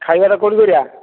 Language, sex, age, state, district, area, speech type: Odia, male, 45-60, Odisha, Dhenkanal, rural, conversation